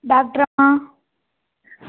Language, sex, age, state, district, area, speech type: Tamil, female, 18-30, Tamil Nadu, Tiruppur, rural, conversation